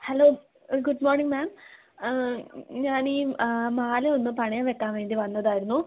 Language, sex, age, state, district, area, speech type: Malayalam, female, 18-30, Kerala, Wayanad, rural, conversation